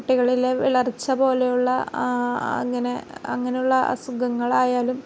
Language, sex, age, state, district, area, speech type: Malayalam, female, 18-30, Kerala, Ernakulam, rural, spontaneous